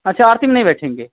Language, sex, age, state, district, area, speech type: Hindi, male, 30-45, Uttar Pradesh, Azamgarh, rural, conversation